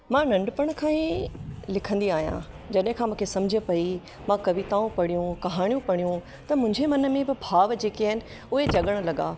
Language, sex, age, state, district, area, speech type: Sindhi, female, 30-45, Rajasthan, Ajmer, urban, spontaneous